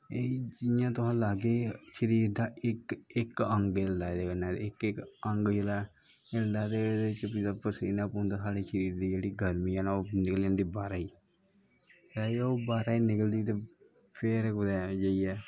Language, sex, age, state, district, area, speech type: Dogri, male, 18-30, Jammu and Kashmir, Kathua, rural, spontaneous